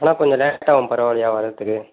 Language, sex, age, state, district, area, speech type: Tamil, male, 30-45, Tamil Nadu, Viluppuram, rural, conversation